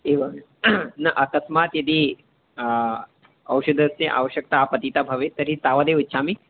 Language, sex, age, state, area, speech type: Sanskrit, male, 30-45, Madhya Pradesh, urban, conversation